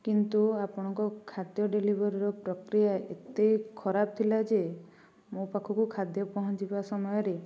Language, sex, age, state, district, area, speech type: Odia, female, 18-30, Odisha, Puri, urban, spontaneous